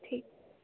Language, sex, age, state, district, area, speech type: Hindi, female, 18-30, Bihar, Begusarai, rural, conversation